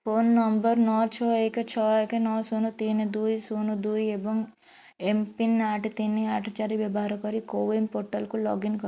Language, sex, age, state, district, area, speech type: Odia, female, 18-30, Odisha, Bhadrak, rural, read